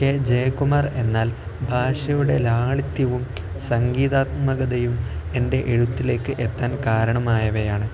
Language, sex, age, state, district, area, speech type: Malayalam, male, 18-30, Kerala, Kozhikode, rural, spontaneous